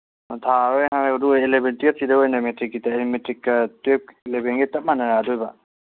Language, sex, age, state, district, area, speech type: Manipuri, male, 30-45, Manipur, Kangpokpi, urban, conversation